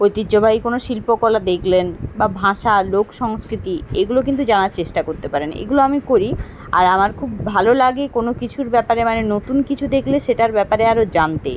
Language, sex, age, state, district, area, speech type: Bengali, female, 30-45, West Bengal, Kolkata, urban, spontaneous